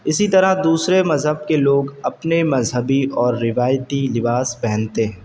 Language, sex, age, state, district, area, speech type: Urdu, male, 18-30, Uttar Pradesh, Shahjahanpur, urban, spontaneous